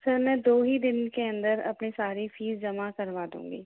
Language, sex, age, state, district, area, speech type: Hindi, female, 18-30, Rajasthan, Jaipur, urban, conversation